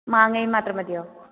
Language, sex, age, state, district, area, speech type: Malayalam, female, 18-30, Kerala, Kottayam, rural, conversation